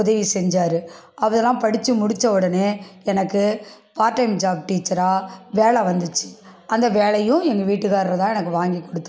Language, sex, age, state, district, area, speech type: Tamil, female, 45-60, Tamil Nadu, Kallakurichi, rural, spontaneous